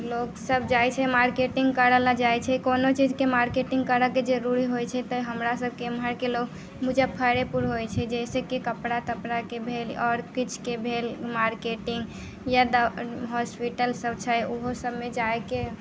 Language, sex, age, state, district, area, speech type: Maithili, female, 18-30, Bihar, Muzaffarpur, rural, spontaneous